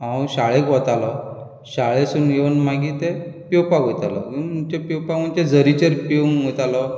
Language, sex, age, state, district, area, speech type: Goan Konkani, male, 45-60, Goa, Bardez, urban, spontaneous